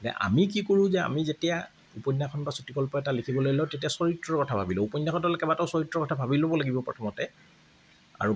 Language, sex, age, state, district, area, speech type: Assamese, male, 45-60, Assam, Kamrup Metropolitan, urban, spontaneous